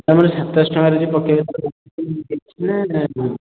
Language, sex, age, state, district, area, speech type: Odia, male, 18-30, Odisha, Khordha, rural, conversation